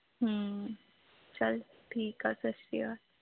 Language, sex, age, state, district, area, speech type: Punjabi, female, 18-30, Punjab, Faridkot, urban, conversation